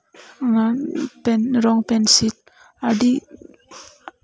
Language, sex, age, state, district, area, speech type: Santali, female, 30-45, West Bengal, Bankura, rural, spontaneous